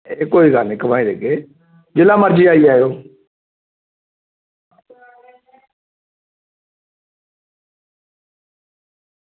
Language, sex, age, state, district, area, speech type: Dogri, male, 45-60, Jammu and Kashmir, Samba, rural, conversation